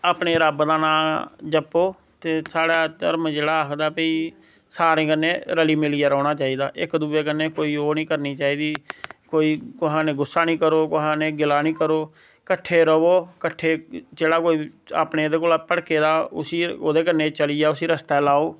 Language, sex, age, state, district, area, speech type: Dogri, male, 30-45, Jammu and Kashmir, Samba, rural, spontaneous